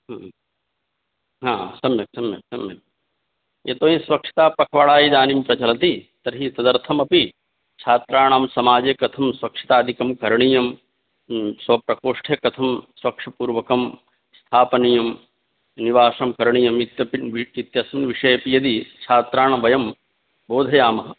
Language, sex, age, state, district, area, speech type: Sanskrit, male, 18-30, Bihar, Gaya, urban, conversation